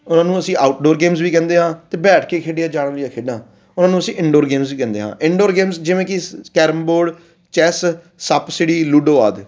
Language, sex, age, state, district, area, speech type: Punjabi, male, 30-45, Punjab, Fatehgarh Sahib, urban, spontaneous